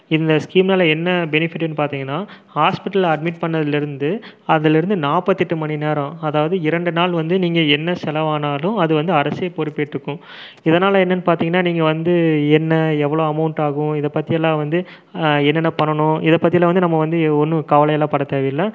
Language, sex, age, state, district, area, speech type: Tamil, male, 30-45, Tamil Nadu, Erode, rural, spontaneous